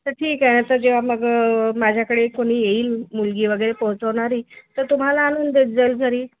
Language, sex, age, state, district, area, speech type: Marathi, female, 45-60, Maharashtra, Nagpur, urban, conversation